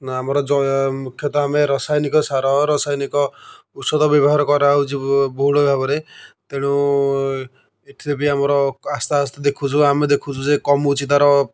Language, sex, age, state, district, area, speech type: Odia, male, 30-45, Odisha, Kendujhar, urban, spontaneous